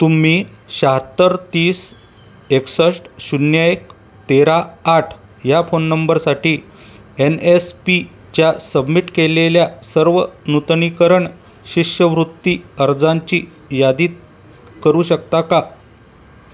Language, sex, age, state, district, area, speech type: Marathi, male, 30-45, Maharashtra, Buldhana, urban, read